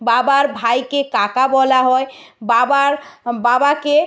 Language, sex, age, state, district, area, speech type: Bengali, female, 60+, West Bengal, Nadia, rural, spontaneous